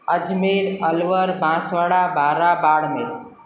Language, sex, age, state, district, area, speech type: Hindi, female, 60+, Rajasthan, Jodhpur, urban, spontaneous